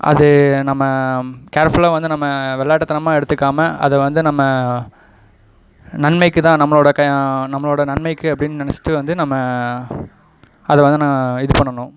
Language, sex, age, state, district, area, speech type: Tamil, male, 18-30, Tamil Nadu, Coimbatore, rural, spontaneous